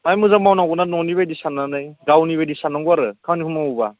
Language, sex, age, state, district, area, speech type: Bodo, male, 18-30, Assam, Udalguri, rural, conversation